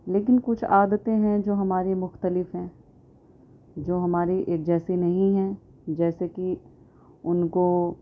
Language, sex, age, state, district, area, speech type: Urdu, female, 30-45, Delhi, South Delhi, rural, spontaneous